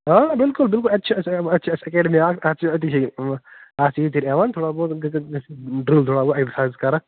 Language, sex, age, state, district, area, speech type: Kashmiri, male, 30-45, Jammu and Kashmir, Kupwara, rural, conversation